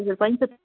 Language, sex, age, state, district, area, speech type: Nepali, female, 30-45, West Bengal, Darjeeling, rural, conversation